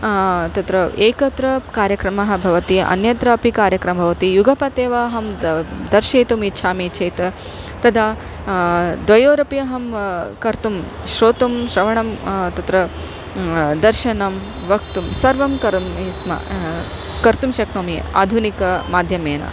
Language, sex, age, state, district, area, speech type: Sanskrit, female, 30-45, Karnataka, Dharwad, urban, spontaneous